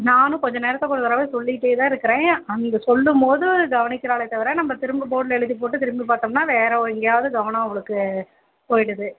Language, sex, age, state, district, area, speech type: Tamil, female, 30-45, Tamil Nadu, Salem, rural, conversation